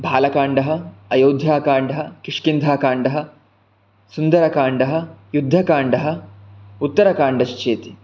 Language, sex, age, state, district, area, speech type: Sanskrit, male, 18-30, Karnataka, Chikkamagaluru, rural, spontaneous